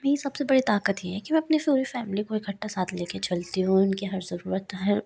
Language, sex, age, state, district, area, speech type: Hindi, female, 45-60, Madhya Pradesh, Bhopal, urban, spontaneous